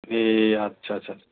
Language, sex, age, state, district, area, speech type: Nepali, male, 60+, West Bengal, Kalimpong, rural, conversation